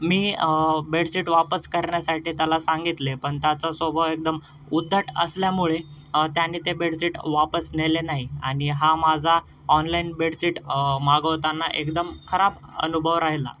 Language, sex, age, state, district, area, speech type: Marathi, male, 18-30, Maharashtra, Nanded, rural, spontaneous